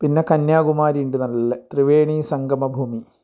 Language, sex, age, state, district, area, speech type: Malayalam, male, 45-60, Kerala, Kasaragod, rural, spontaneous